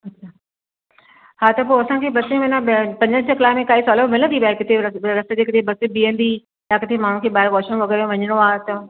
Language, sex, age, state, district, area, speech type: Sindhi, female, 60+, Maharashtra, Mumbai Suburban, urban, conversation